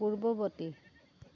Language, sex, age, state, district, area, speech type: Assamese, female, 60+, Assam, Dhemaji, rural, read